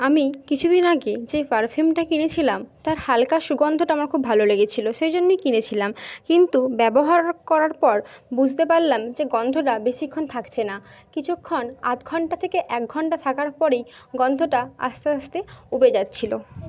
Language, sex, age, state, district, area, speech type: Bengali, female, 30-45, West Bengal, Jhargram, rural, spontaneous